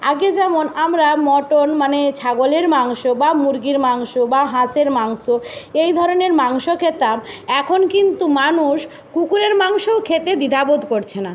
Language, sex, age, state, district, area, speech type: Bengali, female, 18-30, West Bengal, Jhargram, rural, spontaneous